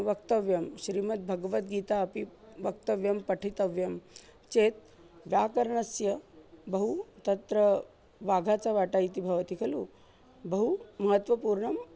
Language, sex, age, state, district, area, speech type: Sanskrit, female, 30-45, Maharashtra, Nagpur, urban, spontaneous